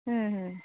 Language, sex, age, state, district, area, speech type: Hindi, female, 45-60, Uttar Pradesh, Bhadohi, urban, conversation